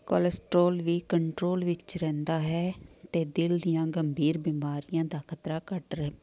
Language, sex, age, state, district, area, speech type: Punjabi, female, 45-60, Punjab, Amritsar, urban, spontaneous